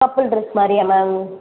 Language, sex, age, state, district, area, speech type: Tamil, female, 18-30, Tamil Nadu, Sivaganga, rural, conversation